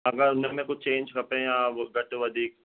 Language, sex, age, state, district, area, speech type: Sindhi, male, 18-30, Maharashtra, Mumbai Suburban, urban, conversation